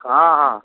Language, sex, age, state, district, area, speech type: Odia, male, 60+, Odisha, Gajapati, rural, conversation